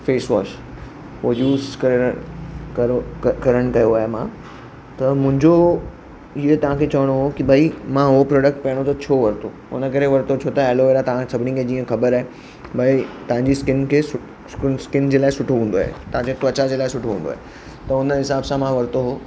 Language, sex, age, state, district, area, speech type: Sindhi, male, 30-45, Maharashtra, Mumbai Suburban, urban, spontaneous